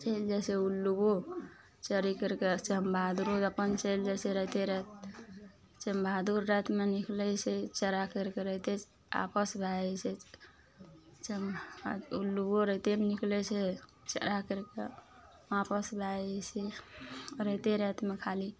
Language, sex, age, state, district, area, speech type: Maithili, female, 45-60, Bihar, Araria, rural, spontaneous